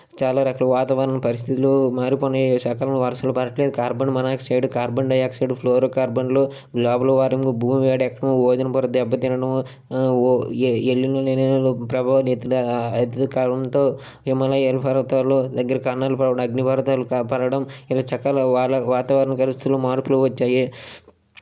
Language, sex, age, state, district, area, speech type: Telugu, male, 30-45, Andhra Pradesh, Srikakulam, urban, spontaneous